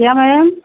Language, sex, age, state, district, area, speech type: Hindi, female, 45-60, Uttar Pradesh, Mau, rural, conversation